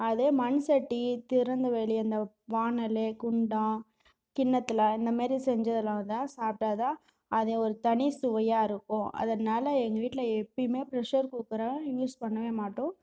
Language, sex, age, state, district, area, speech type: Tamil, female, 30-45, Tamil Nadu, Cuddalore, rural, spontaneous